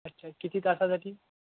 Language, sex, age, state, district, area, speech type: Marathi, male, 18-30, Maharashtra, Yavatmal, rural, conversation